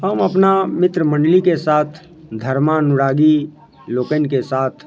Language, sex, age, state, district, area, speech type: Maithili, male, 30-45, Bihar, Muzaffarpur, rural, spontaneous